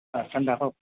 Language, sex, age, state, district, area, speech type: Assamese, male, 18-30, Assam, Goalpara, urban, conversation